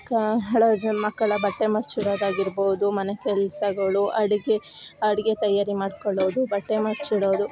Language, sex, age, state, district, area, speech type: Kannada, female, 18-30, Karnataka, Chikkamagaluru, rural, spontaneous